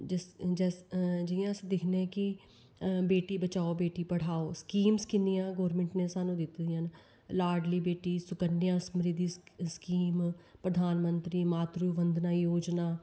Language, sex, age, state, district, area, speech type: Dogri, female, 30-45, Jammu and Kashmir, Kathua, rural, spontaneous